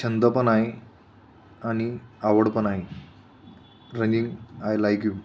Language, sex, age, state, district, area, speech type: Marathi, male, 18-30, Maharashtra, Buldhana, rural, spontaneous